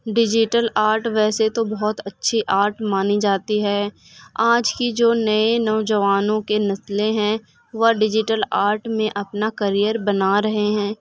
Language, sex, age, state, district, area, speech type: Urdu, female, 18-30, Uttar Pradesh, Gautam Buddha Nagar, urban, spontaneous